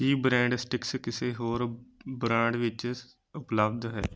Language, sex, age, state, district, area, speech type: Punjabi, male, 18-30, Punjab, Moga, rural, read